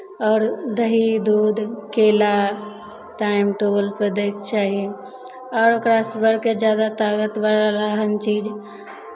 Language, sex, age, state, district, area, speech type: Maithili, female, 30-45, Bihar, Begusarai, rural, spontaneous